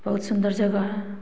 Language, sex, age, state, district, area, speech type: Hindi, female, 30-45, Bihar, Samastipur, urban, spontaneous